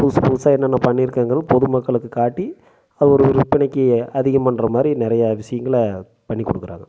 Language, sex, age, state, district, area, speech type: Tamil, male, 30-45, Tamil Nadu, Coimbatore, rural, spontaneous